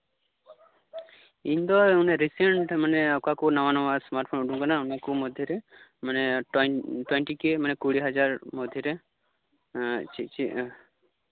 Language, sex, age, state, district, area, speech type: Santali, male, 18-30, West Bengal, Birbhum, rural, conversation